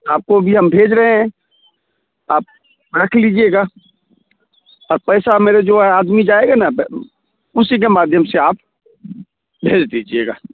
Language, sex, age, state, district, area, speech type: Hindi, male, 45-60, Bihar, Muzaffarpur, rural, conversation